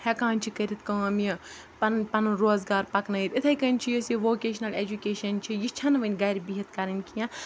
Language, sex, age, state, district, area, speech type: Kashmiri, female, 30-45, Jammu and Kashmir, Ganderbal, rural, spontaneous